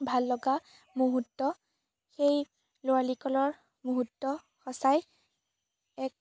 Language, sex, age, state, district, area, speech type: Assamese, female, 18-30, Assam, Biswanath, rural, spontaneous